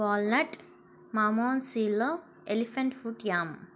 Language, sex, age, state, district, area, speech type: Telugu, female, 18-30, Andhra Pradesh, Palnadu, rural, spontaneous